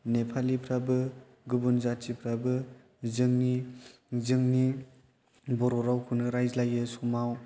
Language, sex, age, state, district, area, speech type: Bodo, male, 18-30, Assam, Chirang, rural, spontaneous